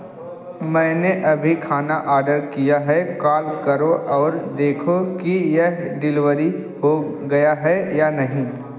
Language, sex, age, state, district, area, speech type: Hindi, male, 18-30, Uttar Pradesh, Jaunpur, urban, read